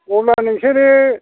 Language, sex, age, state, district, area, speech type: Bodo, male, 60+, Assam, Kokrajhar, urban, conversation